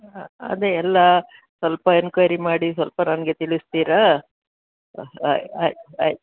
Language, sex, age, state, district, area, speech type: Kannada, female, 60+, Karnataka, Udupi, rural, conversation